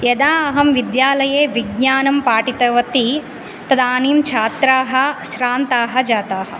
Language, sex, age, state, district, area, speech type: Sanskrit, female, 30-45, Andhra Pradesh, Visakhapatnam, urban, spontaneous